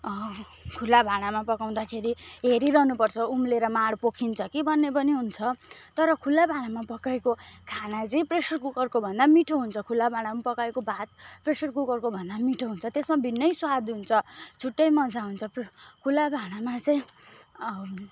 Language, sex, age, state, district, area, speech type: Nepali, female, 30-45, West Bengal, Kalimpong, rural, spontaneous